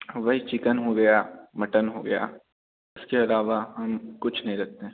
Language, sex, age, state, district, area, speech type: Hindi, male, 18-30, Uttar Pradesh, Bhadohi, urban, conversation